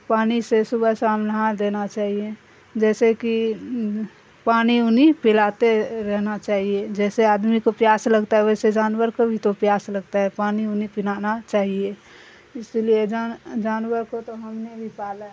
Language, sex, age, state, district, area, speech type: Urdu, female, 45-60, Bihar, Darbhanga, rural, spontaneous